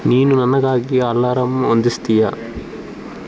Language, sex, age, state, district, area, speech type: Kannada, male, 18-30, Karnataka, Tumkur, rural, read